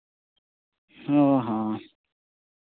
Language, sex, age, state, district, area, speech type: Santali, male, 18-30, Jharkhand, East Singhbhum, rural, conversation